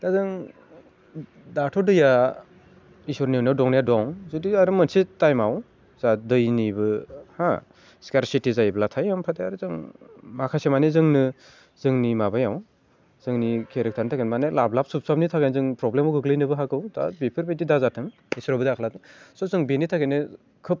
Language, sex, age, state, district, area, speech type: Bodo, male, 18-30, Assam, Baksa, urban, spontaneous